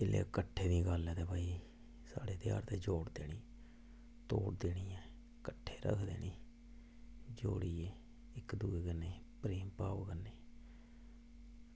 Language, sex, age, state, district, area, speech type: Dogri, male, 30-45, Jammu and Kashmir, Samba, rural, spontaneous